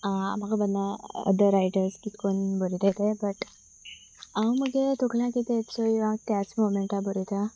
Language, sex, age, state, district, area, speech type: Goan Konkani, female, 18-30, Goa, Sanguem, rural, spontaneous